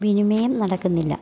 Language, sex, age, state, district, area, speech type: Malayalam, female, 60+, Kerala, Idukki, rural, spontaneous